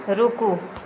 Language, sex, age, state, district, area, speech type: Maithili, female, 45-60, Bihar, Madhepura, rural, read